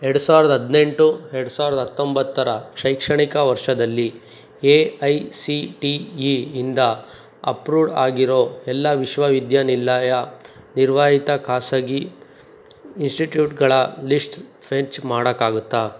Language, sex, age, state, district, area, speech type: Kannada, male, 30-45, Karnataka, Chikkaballapur, urban, read